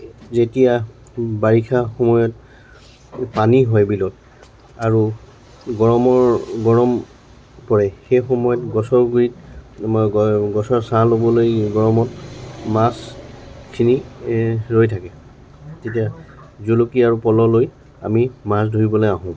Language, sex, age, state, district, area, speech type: Assamese, male, 60+, Assam, Tinsukia, rural, spontaneous